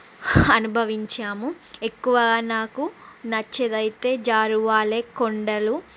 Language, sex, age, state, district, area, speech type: Telugu, female, 30-45, Andhra Pradesh, Srikakulam, urban, spontaneous